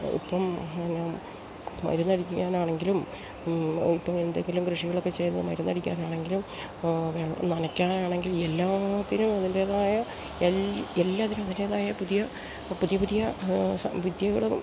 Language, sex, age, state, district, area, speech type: Malayalam, female, 60+, Kerala, Idukki, rural, spontaneous